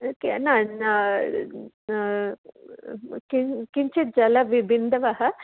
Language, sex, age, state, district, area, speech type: Sanskrit, female, 45-60, Tamil Nadu, Kanyakumari, urban, conversation